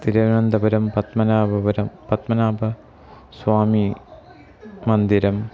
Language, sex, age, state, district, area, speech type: Sanskrit, male, 45-60, Kerala, Thiruvananthapuram, urban, spontaneous